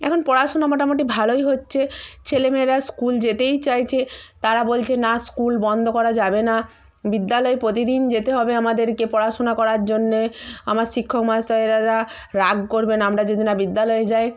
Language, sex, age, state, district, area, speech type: Bengali, female, 45-60, West Bengal, Purba Medinipur, rural, spontaneous